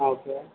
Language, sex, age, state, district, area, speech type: Telugu, male, 18-30, Telangana, Sangareddy, urban, conversation